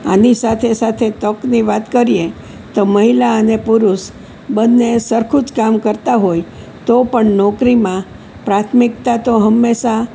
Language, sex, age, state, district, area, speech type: Gujarati, female, 60+, Gujarat, Kheda, rural, spontaneous